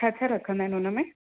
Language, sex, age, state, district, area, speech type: Sindhi, female, 18-30, Gujarat, Surat, urban, conversation